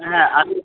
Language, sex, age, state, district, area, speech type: Bengali, male, 18-30, West Bengal, Uttar Dinajpur, urban, conversation